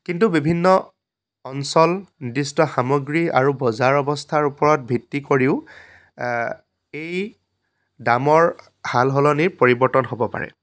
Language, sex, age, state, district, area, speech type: Assamese, male, 18-30, Assam, Dhemaji, rural, spontaneous